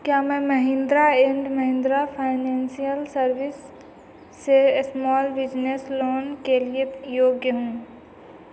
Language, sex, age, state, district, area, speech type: Hindi, female, 18-30, Bihar, Begusarai, rural, read